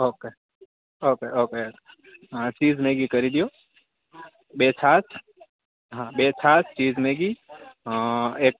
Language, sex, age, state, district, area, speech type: Gujarati, male, 30-45, Gujarat, Rajkot, rural, conversation